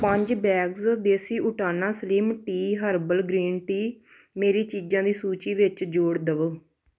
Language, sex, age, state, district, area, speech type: Punjabi, female, 18-30, Punjab, Tarn Taran, rural, read